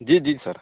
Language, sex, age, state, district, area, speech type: Hindi, male, 18-30, Bihar, Samastipur, rural, conversation